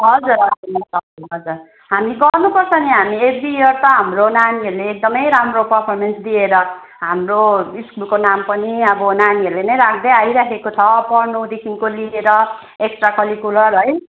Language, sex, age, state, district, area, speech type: Nepali, female, 30-45, West Bengal, Darjeeling, rural, conversation